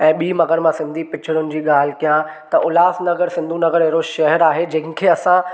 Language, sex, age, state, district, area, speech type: Sindhi, male, 18-30, Maharashtra, Thane, urban, spontaneous